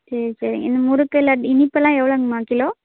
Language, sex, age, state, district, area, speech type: Tamil, female, 18-30, Tamil Nadu, Namakkal, rural, conversation